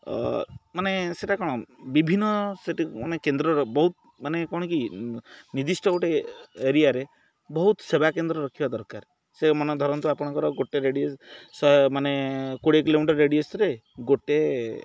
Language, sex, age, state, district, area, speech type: Odia, male, 30-45, Odisha, Jagatsinghpur, urban, spontaneous